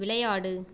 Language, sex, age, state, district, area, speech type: Tamil, female, 18-30, Tamil Nadu, Cuddalore, urban, read